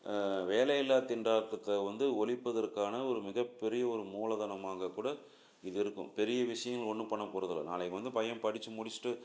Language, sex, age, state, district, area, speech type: Tamil, male, 45-60, Tamil Nadu, Salem, urban, spontaneous